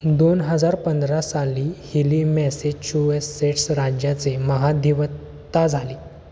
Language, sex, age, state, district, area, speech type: Marathi, male, 18-30, Maharashtra, Kolhapur, urban, read